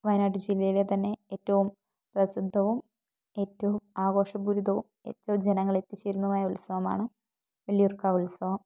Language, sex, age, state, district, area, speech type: Malayalam, female, 18-30, Kerala, Wayanad, rural, spontaneous